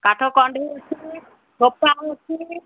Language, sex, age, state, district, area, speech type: Odia, female, 45-60, Odisha, Malkangiri, urban, conversation